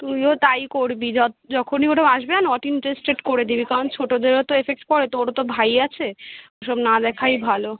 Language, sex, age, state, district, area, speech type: Bengali, female, 18-30, West Bengal, Kolkata, urban, conversation